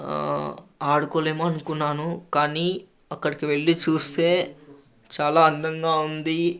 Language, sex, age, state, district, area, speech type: Telugu, male, 18-30, Telangana, Ranga Reddy, urban, spontaneous